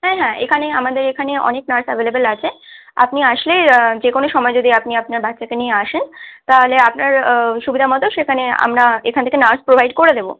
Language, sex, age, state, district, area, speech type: Bengali, female, 18-30, West Bengal, Malda, rural, conversation